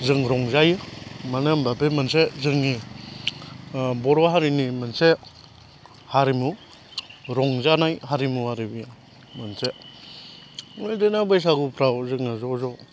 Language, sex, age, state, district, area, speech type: Bodo, male, 30-45, Assam, Chirang, rural, spontaneous